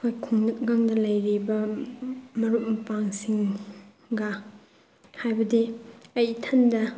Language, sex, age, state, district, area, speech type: Manipuri, female, 30-45, Manipur, Chandel, rural, spontaneous